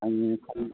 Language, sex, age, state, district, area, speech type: Bodo, male, 18-30, Assam, Baksa, rural, conversation